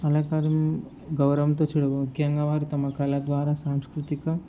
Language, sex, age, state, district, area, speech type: Telugu, male, 18-30, Andhra Pradesh, Palnadu, urban, spontaneous